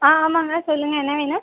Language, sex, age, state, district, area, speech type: Tamil, female, 18-30, Tamil Nadu, Tiruchirappalli, rural, conversation